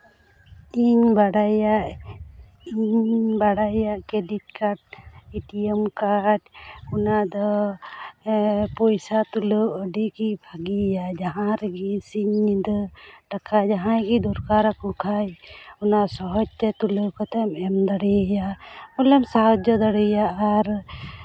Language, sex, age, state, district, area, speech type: Santali, female, 30-45, West Bengal, Purba Bardhaman, rural, spontaneous